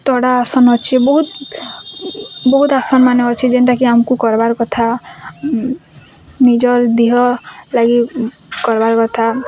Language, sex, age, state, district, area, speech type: Odia, female, 18-30, Odisha, Bargarh, rural, spontaneous